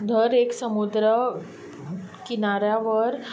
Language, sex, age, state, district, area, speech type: Goan Konkani, female, 30-45, Goa, Tiswadi, rural, spontaneous